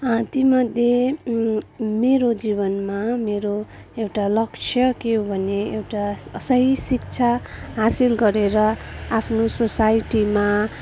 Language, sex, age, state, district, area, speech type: Nepali, female, 30-45, West Bengal, Darjeeling, rural, spontaneous